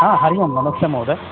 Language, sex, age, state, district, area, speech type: Sanskrit, male, 45-60, Karnataka, Bangalore Urban, urban, conversation